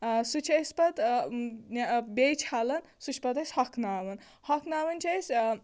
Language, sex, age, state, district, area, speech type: Kashmiri, female, 30-45, Jammu and Kashmir, Shopian, rural, spontaneous